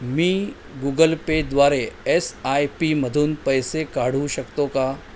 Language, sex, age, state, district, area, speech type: Marathi, male, 45-60, Maharashtra, Mumbai Suburban, urban, read